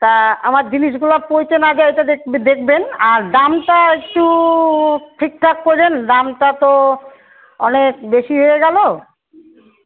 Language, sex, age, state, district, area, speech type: Bengali, female, 30-45, West Bengal, Alipurduar, rural, conversation